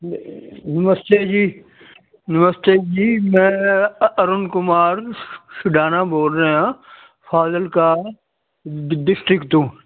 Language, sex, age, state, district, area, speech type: Punjabi, male, 60+, Punjab, Fazilka, rural, conversation